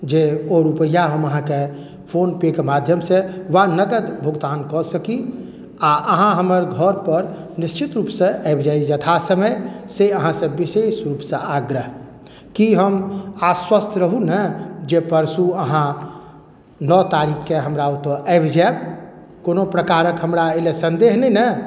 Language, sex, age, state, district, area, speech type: Maithili, male, 45-60, Bihar, Madhubani, urban, spontaneous